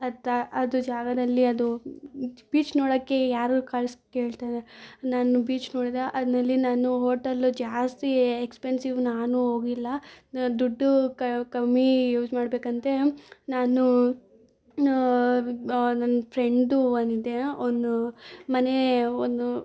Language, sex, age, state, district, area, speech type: Kannada, female, 18-30, Karnataka, Bangalore Rural, urban, spontaneous